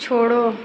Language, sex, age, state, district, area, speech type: Hindi, female, 30-45, Uttar Pradesh, Azamgarh, rural, read